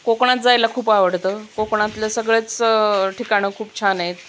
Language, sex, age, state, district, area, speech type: Marathi, female, 45-60, Maharashtra, Osmanabad, rural, spontaneous